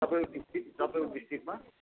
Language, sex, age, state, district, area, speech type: Nepali, female, 60+, West Bengal, Jalpaiguri, rural, conversation